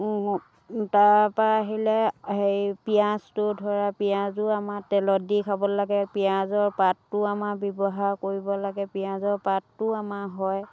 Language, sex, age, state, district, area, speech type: Assamese, female, 60+, Assam, Dhemaji, rural, spontaneous